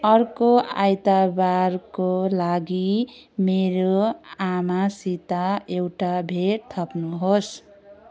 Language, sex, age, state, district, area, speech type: Nepali, female, 18-30, West Bengal, Darjeeling, rural, read